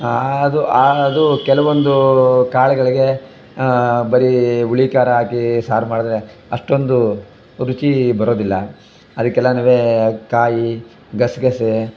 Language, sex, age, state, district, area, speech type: Kannada, male, 60+, Karnataka, Chamarajanagar, rural, spontaneous